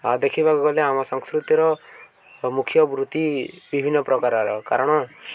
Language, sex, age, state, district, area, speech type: Odia, male, 18-30, Odisha, Koraput, urban, spontaneous